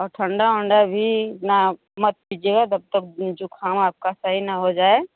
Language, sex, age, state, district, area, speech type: Hindi, female, 30-45, Uttar Pradesh, Mau, rural, conversation